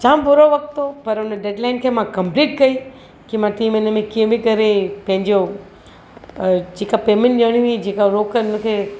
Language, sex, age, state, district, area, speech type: Sindhi, female, 45-60, Maharashtra, Mumbai Suburban, urban, spontaneous